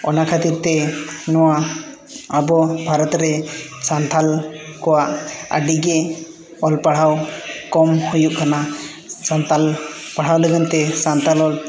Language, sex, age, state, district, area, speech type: Santali, male, 18-30, Jharkhand, East Singhbhum, rural, spontaneous